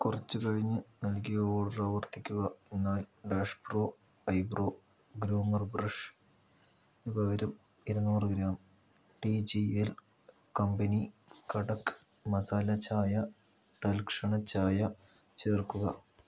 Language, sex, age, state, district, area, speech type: Malayalam, male, 60+, Kerala, Palakkad, rural, read